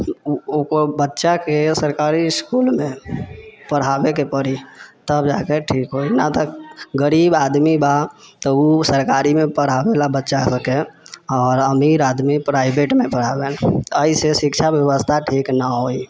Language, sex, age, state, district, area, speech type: Maithili, male, 18-30, Bihar, Sitamarhi, rural, spontaneous